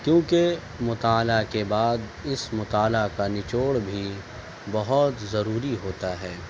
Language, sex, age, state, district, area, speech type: Urdu, male, 18-30, Delhi, Central Delhi, urban, spontaneous